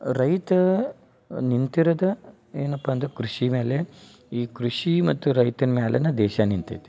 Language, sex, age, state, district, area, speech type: Kannada, male, 30-45, Karnataka, Dharwad, rural, spontaneous